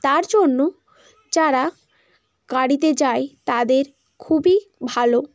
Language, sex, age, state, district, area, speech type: Bengali, female, 18-30, West Bengal, Bankura, urban, spontaneous